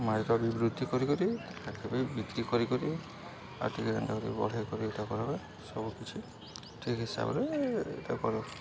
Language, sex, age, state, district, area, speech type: Odia, male, 18-30, Odisha, Balangir, urban, spontaneous